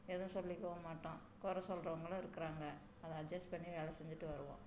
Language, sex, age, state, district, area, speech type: Tamil, female, 45-60, Tamil Nadu, Tiruchirappalli, rural, spontaneous